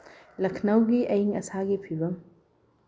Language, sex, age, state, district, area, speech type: Manipuri, female, 30-45, Manipur, Bishnupur, rural, read